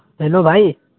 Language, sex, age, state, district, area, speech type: Urdu, male, 18-30, Uttar Pradesh, Balrampur, rural, conversation